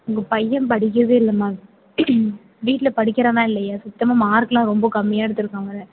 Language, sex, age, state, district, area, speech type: Tamil, female, 18-30, Tamil Nadu, Mayiladuthurai, rural, conversation